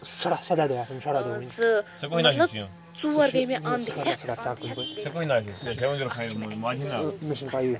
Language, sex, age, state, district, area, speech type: Kashmiri, female, 18-30, Jammu and Kashmir, Bandipora, rural, spontaneous